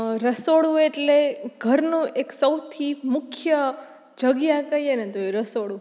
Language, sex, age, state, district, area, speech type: Gujarati, female, 18-30, Gujarat, Rajkot, urban, spontaneous